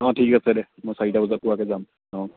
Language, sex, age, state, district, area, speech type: Assamese, male, 18-30, Assam, Sivasagar, rural, conversation